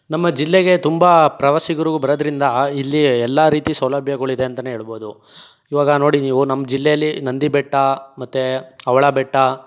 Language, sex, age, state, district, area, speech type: Kannada, male, 18-30, Karnataka, Chikkaballapur, rural, spontaneous